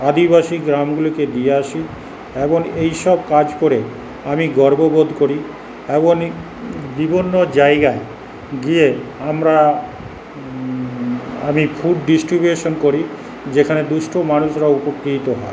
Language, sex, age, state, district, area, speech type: Bengali, male, 45-60, West Bengal, Paschim Bardhaman, urban, spontaneous